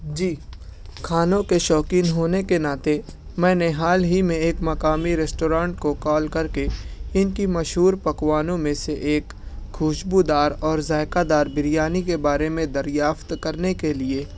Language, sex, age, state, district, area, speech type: Urdu, male, 18-30, Maharashtra, Nashik, rural, spontaneous